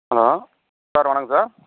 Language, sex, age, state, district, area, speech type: Tamil, male, 30-45, Tamil Nadu, Dharmapuri, urban, conversation